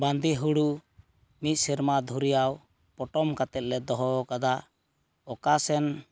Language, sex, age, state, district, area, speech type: Santali, male, 45-60, West Bengal, Purulia, rural, spontaneous